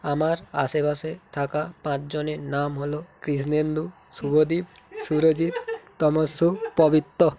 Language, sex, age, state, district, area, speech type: Bengali, male, 18-30, West Bengal, North 24 Parganas, rural, spontaneous